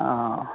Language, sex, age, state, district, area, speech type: Maithili, male, 60+, Bihar, Madhepura, rural, conversation